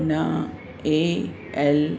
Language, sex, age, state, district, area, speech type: Sindhi, female, 45-60, Uttar Pradesh, Lucknow, urban, read